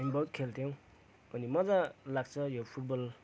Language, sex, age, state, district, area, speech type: Nepali, male, 45-60, West Bengal, Kalimpong, rural, spontaneous